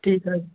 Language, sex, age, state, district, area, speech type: Sindhi, male, 18-30, Maharashtra, Thane, urban, conversation